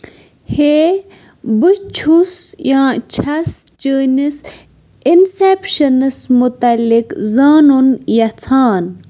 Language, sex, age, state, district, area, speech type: Kashmiri, female, 30-45, Jammu and Kashmir, Bandipora, rural, read